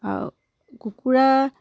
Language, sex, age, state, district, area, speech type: Assamese, female, 30-45, Assam, Sivasagar, rural, spontaneous